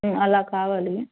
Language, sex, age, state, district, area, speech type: Telugu, female, 30-45, Andhra Pradesh, Eluru, urban, conversation